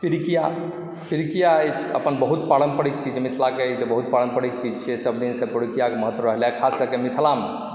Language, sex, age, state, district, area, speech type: Maithili, male, 45-60, Bihar, Supaul, urban, spontaneous